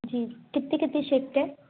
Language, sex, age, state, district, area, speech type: Hindi, female, 18-30, Madhya Pradesh, Katni, urban, conversation